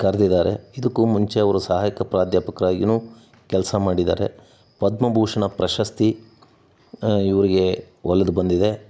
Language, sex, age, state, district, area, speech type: Kannada, male, 60+, Karnataka, Chitradurga, rural, spontaneous